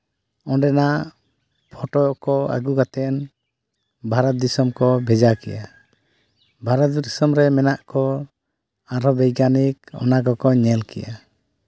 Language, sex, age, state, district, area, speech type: Santali, male, 30-45, Jharkhand, East Singhbhum, rural, spontaneous